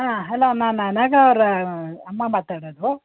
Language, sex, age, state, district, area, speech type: Kannada, female, 60+, Karnataka, Mandya, rural, conversation